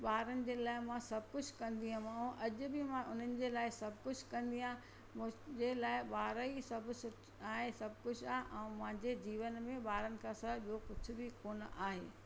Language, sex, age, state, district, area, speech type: Sindhi, female, 60+, Gujarat, Surat, urban, spontaneous